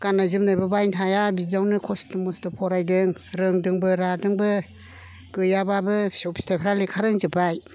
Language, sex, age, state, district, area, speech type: Bodo, female, 60+, Assam, Chirang, rural, spontaneous